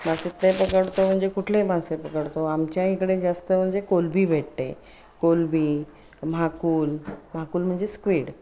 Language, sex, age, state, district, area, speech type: Marathi, female, 45-60, Maharashtra, Ratnagiri, rural, spontaneous